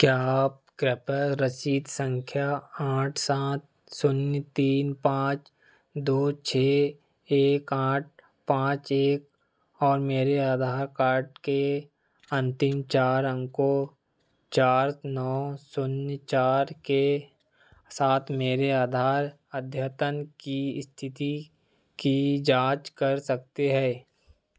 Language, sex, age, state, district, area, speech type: Hindi, male, 30-45, Madhya Pradesh, Seoni, rural, read